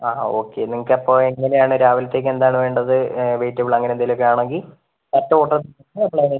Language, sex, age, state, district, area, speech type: Malayalam, male, 30-45, Kerala, Wayanad, rural, conversation